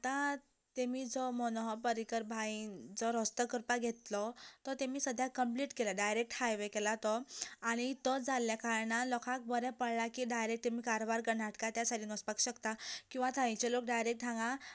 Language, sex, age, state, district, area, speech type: Goan Konkani, female, 18-30, Goa, Canacona, rural, spontaneous